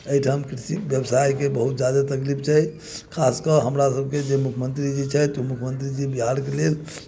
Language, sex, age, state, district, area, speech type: Maithili, male, 45-60, Bihar, Muzaffarpur, rural, spontaneous